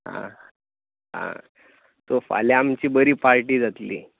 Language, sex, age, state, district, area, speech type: Goan Konkani, male, 18-30, Goa, Tiswadi, rural, conversation